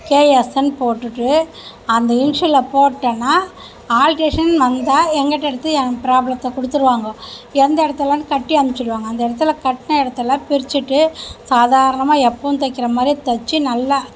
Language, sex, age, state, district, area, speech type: Tamil, female, 60+, Tamil Nadu, Mayiladuthurai, urban, spontaneous